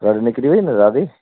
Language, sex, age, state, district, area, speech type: Sindhi, male, 45-60, Gujarat, Kutch, urban, conversation